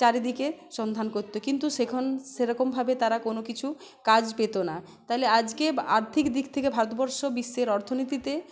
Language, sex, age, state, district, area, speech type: Bengali, female, 30-45, West Bengal, Uttar Dinajpur, rural, spontaneous